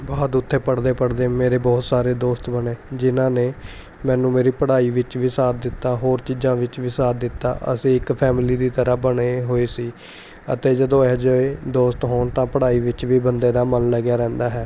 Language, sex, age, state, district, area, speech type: Punjabi, male, 18-30, Punjab, Mohali, urban, spontaneous